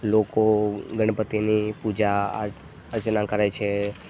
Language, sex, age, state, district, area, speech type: Gujarati, male, 18-30, Gujarat, Narmada, rural, spontaneous